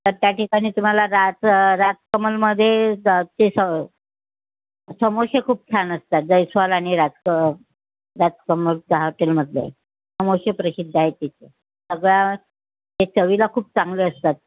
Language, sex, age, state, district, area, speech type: Marathi, female, 45-60, Maharashtra, Nagpur, urban, conversation